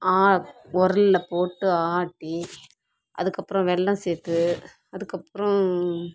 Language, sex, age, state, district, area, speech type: Tamil, female, 30-45, Tamil Nadu, Dharmapuri, rural, spontaneous